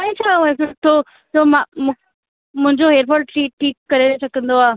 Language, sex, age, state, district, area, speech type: Sindhi, female, 18-30, Delhi, South Delhi, urban, conversation